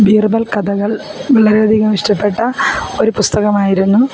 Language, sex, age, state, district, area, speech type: Malayalam, female, 30-45, Kerala, Alappuzha, rural, spontaneous